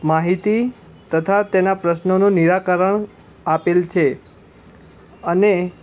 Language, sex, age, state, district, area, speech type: Gujarati, male, 18-30, Gujarat, Ahmedabad, urban, spontaneous